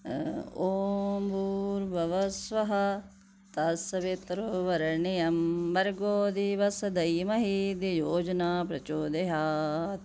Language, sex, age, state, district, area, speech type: Dogri, female, 45-60, Jammu and Kashmir, Udhampur, urban, spontaneous